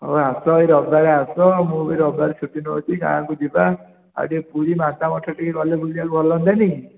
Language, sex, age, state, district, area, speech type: Odia, male, 18-30, Odisha, Puri, urban, conversation